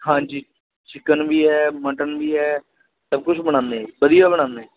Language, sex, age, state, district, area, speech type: Punjabi, male, 18-30, Punjab, Mohali, rural, conversation